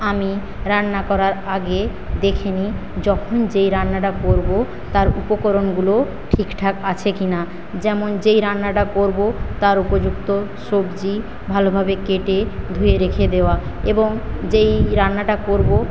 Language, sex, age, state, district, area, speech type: Bengali, female, 45-60, West Bengal, Paschim Medinipur, rural, spontaneous